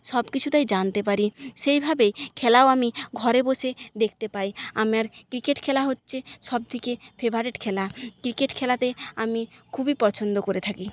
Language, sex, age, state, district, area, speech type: Bengali, female, 45-60, West Bengal, Jhargram, rural, spontaneous